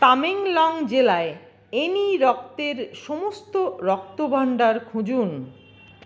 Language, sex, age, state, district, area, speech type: Bengali, female, 45-60, West Bengal, Paschim Bardhaman, urban, read